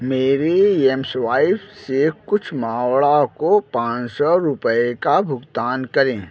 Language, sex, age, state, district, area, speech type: Hindi, male, 45-60, Uttar Pradesh, Bhadohi, urban, read